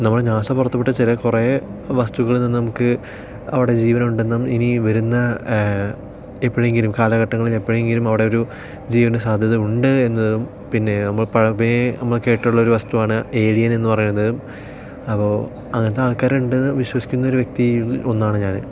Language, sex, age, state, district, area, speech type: Malayalam, male, 18-30, Kerala, Palakkad, urban, spontaneous